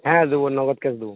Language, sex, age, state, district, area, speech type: Bengali, male, 18-30, West Bengal, Uttar Dinajpur, urban, conversation